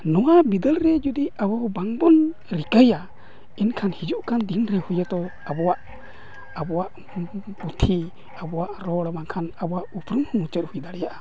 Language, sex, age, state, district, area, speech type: Santali, male, 45-60, Odisha, Mayurbhanj, rural, spontaneous